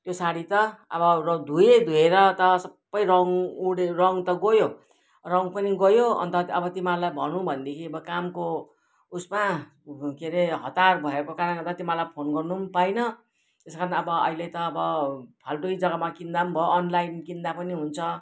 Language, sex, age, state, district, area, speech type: Nepali, female, 60+, West Bengal, Kalimpong, rural, spontaneous